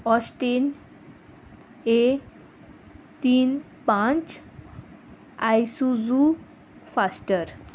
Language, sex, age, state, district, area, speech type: Goan Konkani, female, 18-30, Goa, Salcete, rural, spontaneous